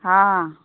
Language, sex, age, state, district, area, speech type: Odia, female, 45-60, Odisha, Angul, rural, conversation